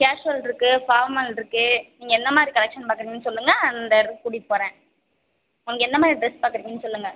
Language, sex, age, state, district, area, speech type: Tamil, female, 45-60, Tamil Nadu, Ariyalur, rural, conversation